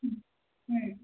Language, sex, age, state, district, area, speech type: Kannada, female, 18-30, Karnataka, Hassan, rural, conversation